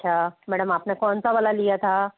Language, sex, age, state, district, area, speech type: Hindi, female, 60+, Rajasthan, Jaipur, urban, conversation